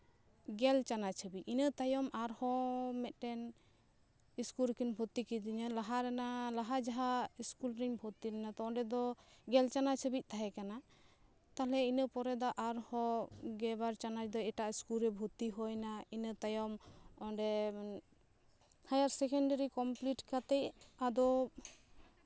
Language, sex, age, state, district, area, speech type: Santali, female, 18-30, West Bengal, Bankura, rural, spontaneous